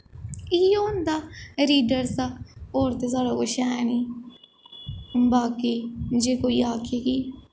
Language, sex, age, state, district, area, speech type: Dogri, female, 18-30, Jammu and Kashmir, Jammu, urban, spontaneous